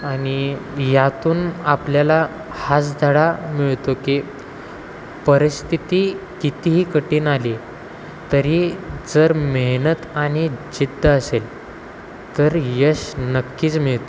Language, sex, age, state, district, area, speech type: Marathi, male, 18-30, Maharashtra, Wardha, urban, spontaneous